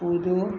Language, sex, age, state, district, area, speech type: Hindi, male, 45-60, Uttar Pradesh, Azamgarh, rural, read